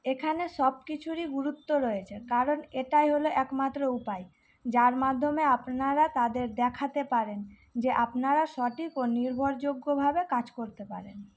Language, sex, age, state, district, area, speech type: Bengali, female, 18-30, West Bengal, Malda, urban, read